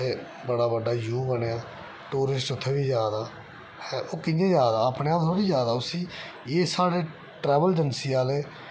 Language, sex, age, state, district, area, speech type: Dogri, male, 30-45, Jammu and Kashmir, Reasi, rural, spontaneous